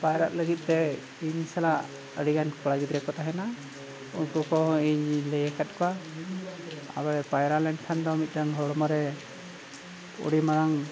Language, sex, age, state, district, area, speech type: Santali, male, 45-60, Odisha, Mayurbhanj, rural, spontaneous